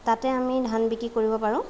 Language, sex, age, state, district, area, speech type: Assamese, female, 30-45, Assam, Lakhimpur, rural, spontaneous